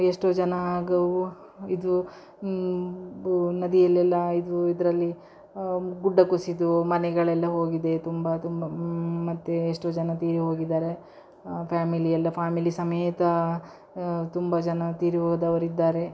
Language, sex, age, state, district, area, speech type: Kannada, female, 60+, Karnataka, Udupi, rural, spontaneous